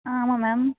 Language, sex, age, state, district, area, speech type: Tamil, female, 18-30, Tamil Nadu, Tiruvarur, rural, conversation